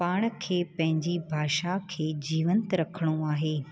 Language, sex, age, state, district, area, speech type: Sindhi, female, 30-45, Gujarat, Junagadh, urban, spontaneous